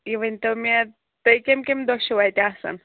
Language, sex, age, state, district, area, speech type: Kashmiri, female, 18-30, Jammu and Kashmir, Kulgam, rural, conversation